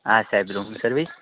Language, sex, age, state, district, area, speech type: Gujarati, male, 30-45, Gujarat, Rajkot, urban, conversation